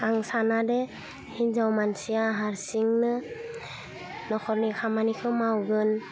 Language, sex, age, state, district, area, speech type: Bodo, female, 30-45, Assam, Udalguri, rural, spontaneous